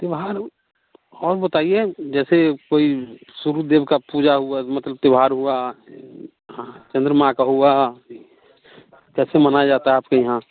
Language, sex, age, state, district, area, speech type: Hindi, male, 30-45, Bihar, Muzaffarpur, urban, conversation